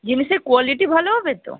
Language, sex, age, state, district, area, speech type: Bengali, female, 30-45, West Bengal, Kolkata, urban, conversation